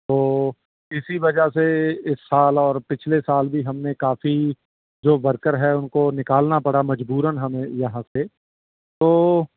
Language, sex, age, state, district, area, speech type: Urdu, male, 45-60, Delhi, South Delhi, urban, conversation